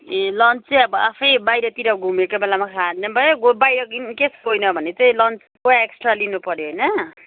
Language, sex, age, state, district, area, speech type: Nepali, female, 30-45, West Bengal, Kalimpong, rural, conversation